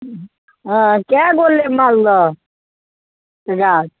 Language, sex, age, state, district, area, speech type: Maithili, female, 45-60, Bihar, Samastipur, urban, conversation